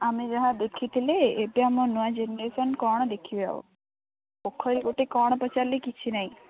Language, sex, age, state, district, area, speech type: Odia, female, 18-30, Odisha, Jagatsinghpur, rural, conversation